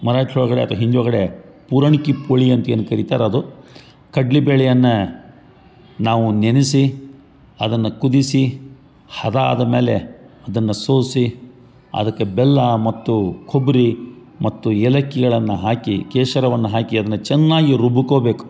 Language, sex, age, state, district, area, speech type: Kannada, male, 45-60, Karnataka, Gadag, rural, spontaneous